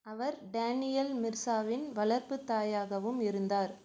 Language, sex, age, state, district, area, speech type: Tamil, female, 18-30, Tamil Nadu, Krishnagiri, rural, read